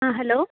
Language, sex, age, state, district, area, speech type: Malayalam, female, 18-30, Kerala, Alappuzha, rural, conversation